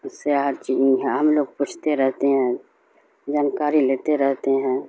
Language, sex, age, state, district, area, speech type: Urdu, female, 60+, Bihar, Supaul, rural, spontaneous